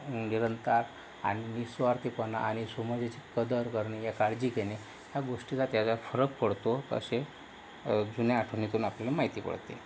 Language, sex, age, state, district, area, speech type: Marathi, male, 18-30, Maharashtra, Yavatmal, rural, spontaneous